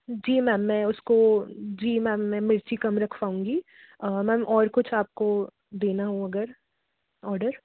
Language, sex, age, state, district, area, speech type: Hindi, female, 30-45, Madhya Pradesh, Jabalpur, urban, conversation